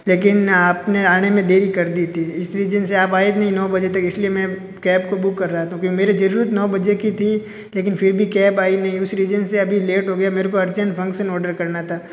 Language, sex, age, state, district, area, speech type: Hindi, male, 30-45, Rajasthan, Jodhpur, urban, spontaneous